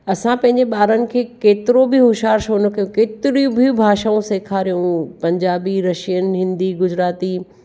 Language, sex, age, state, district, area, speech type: Sindhi, female, 45-60, Maharashtra, Akola, urban, spontaneous